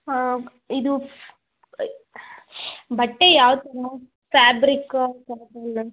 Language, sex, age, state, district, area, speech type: Kannada, female, 18-30, Karnataka, Tumkur, urban, conversation